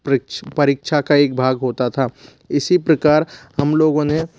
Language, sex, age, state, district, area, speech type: Hindi, male, 60+, Madhya Pradesh, Bhopal, urban, spontaneous